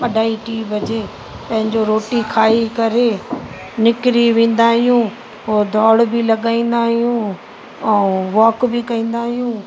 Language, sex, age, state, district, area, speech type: Sindhi, female, 45-60, Uttar Pradesh, Lucknow, rural, spontaneous